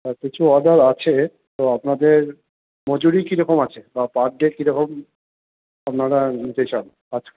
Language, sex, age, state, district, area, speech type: Bengali, male, 30-45, West Bengal, Purba Bardhaman, urban, conversation